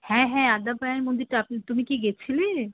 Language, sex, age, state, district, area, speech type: Bengali, female, 30-45, West Bengal, Alipurduar, rural, conversation